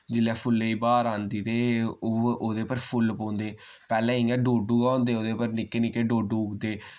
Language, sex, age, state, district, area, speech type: Dogri, male, 18-30, Jammu and Kashmir, Samba, rural, spontaneous